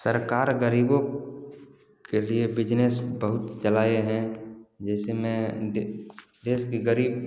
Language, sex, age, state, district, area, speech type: Hindi, male, 18-30, Bihar, Samastipur, rural, spontaneous